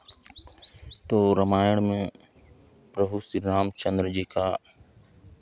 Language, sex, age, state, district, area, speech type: Hindi, male, 30-45, Uttar Pradesh, Chandauli, rural, spontaneous